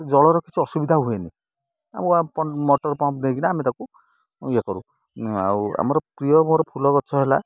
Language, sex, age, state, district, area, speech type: Odia, male, 30-45, Odisha, Kendrapara, urban, spontaneous